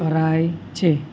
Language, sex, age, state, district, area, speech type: Gujarati, male, 18-30, Gujarat, Junagadh, urban, spontaneous